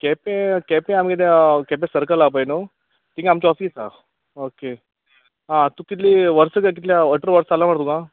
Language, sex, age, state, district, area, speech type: Goan Konkani, male, 30-45, Goa, Quepem, rural, conversation